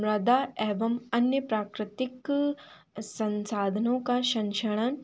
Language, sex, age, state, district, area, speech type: Hindi, female, 18-30, Madhya Pradesh, Chhindwara, urban, spontaneous